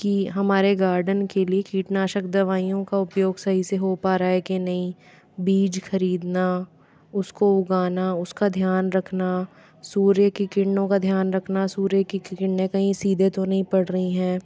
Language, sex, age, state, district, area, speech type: Hindi, female, 45-60, Rajasthan, Jaipur, urban, spontaneous